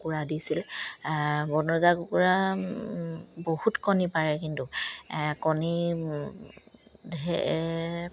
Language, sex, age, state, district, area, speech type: Assamese, female, 30-45, Assam, Charaideo, rural, spontaneous